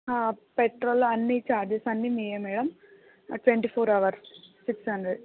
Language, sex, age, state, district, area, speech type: Telugu, female, 18-30, Telangana, Suryapet, urban, conversation